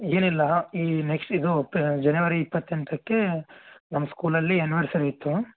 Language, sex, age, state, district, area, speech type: Kannada, male, 18-30, Karnataka, Koppal, rural, conversation